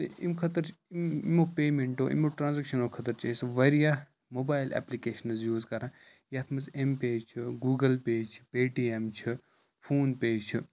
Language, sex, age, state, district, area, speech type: Kashmiri, male, 18-30, Jammu and Kashmir, Kupwara, rural, spontaneous